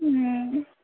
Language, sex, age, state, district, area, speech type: Telugu, female, 18-30, Telangana, Warangal, rural, conversation